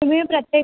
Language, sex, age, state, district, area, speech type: Marathi, female, 18-30, Maharashtra, Nagpur, urban, conversation